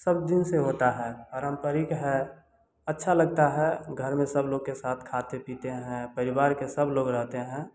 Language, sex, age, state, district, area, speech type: Hindi, male, 18-30, Bihar, Samastipur, rural, spontaneous